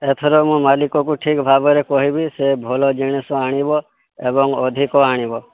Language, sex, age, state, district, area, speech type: Odia, male, 18-30, Odisha, Boudh, rural, conversation